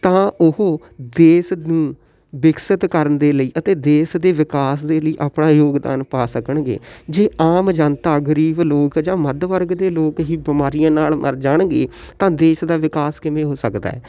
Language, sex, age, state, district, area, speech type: Punjabi, male, 18-30, Punjab, Fatehgarh Sahib, rural, spontaneous